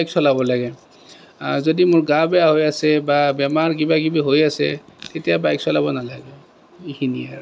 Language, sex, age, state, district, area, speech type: Assamese, male, 30-45, Assam, Kamrup Metropolitan, urban, spontaneous